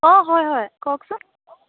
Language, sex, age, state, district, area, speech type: Assamese, female, 18-30, Assam, Morigaon, rural, conversation